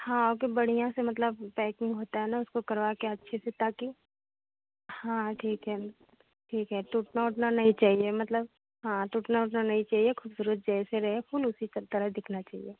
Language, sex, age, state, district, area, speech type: Hindi, female, 45-60, Uttar Pradesh, Jaunpur, rural, conversation